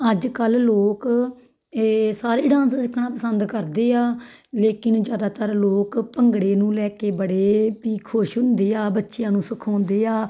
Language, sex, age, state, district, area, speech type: Punjabi, female, 30-45, Punjab, Tarn Taran, rural, spontaneous